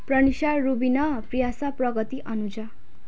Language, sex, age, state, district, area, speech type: Nepali, female, 18-30, West Bengal, Jalpaiguri, urban, spontaneous